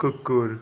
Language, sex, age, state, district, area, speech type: Nepali, male, 45-60, West Bengal, Darjeeling, rural, read